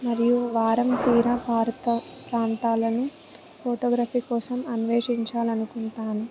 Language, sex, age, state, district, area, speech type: Telugu, female, 18-30, Telangana, Ranga Reddy, rural, spontaneous